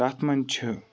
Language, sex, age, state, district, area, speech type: Kashmiri, male, 18-30, Jammu and Kashmir, Ganderbal, rural, spontaneous